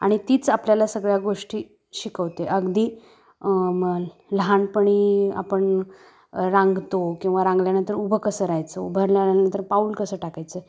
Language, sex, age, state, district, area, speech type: Marathi, female, 30-45, Maharashtra, Kolhapur, urban, spontaneous